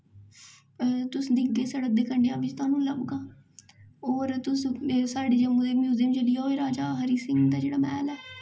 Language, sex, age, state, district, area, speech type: Dogri, female, 18-30, Jammu and Kashmir, Jammu, urban, spontaneous